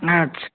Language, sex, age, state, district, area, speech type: Odia, female, 60+, Odisha, Gajapati, rural, conversation